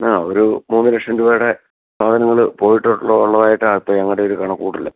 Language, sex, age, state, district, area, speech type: Malayalam, male, 60+, Kerala, Idukki, rural, conversation